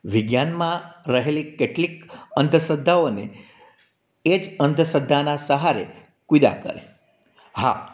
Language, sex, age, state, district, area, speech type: Gujarati, male, 45-60, Gujarat, Amreli, urban, spontaneous